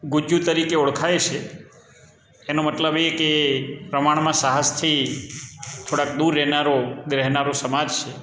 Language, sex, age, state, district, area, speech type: Gujarati, male, 45-60, Gujarat, Amreli, rural, spontaneous